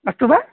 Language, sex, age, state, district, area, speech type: Sanskrit, male, 18-30, Assam, Kokrajhar, rural, conversation